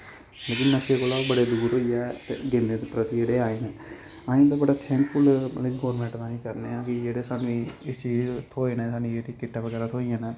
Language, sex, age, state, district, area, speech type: Dogri, male, 18-30, Jammu and Kashmir, Samba, urban, spontaneous